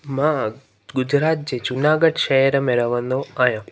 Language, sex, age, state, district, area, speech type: Sindhi, male, 18-30, Gujarat, Junagadh, rural, spontaneous